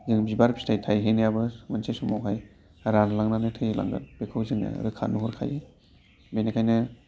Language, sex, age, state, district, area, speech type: Bodo, male, 30-45, Assam, Udalguri, urban, spontaneous